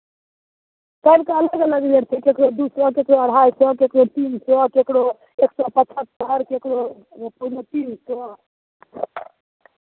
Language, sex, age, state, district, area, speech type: Maithili, female, 30-45, Bihar, Begusarai, urban, conversation